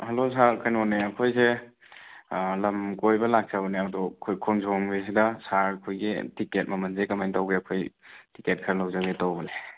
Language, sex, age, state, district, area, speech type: Manipuri, male, 18-30, Manipur, Thoubal, rural, conversation